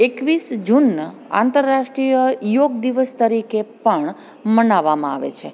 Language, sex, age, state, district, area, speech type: Gujarati, female, 45-60, Gujarat, Amreli, urban, spontaneous